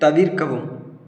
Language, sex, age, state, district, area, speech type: Tamil, male, 18-30, Tamil Nadu, Madurai, urban, read